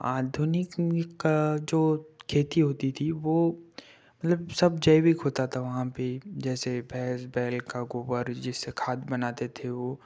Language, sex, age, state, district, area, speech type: Hindi, male, 30-45, Madhya Pradesh, Betul, urban, spontaneous